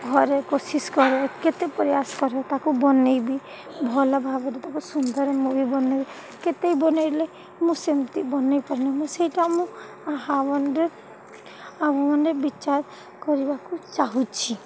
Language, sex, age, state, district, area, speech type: Odia, female, 45-60, Odisha, Sundergarh, rural, spontaneous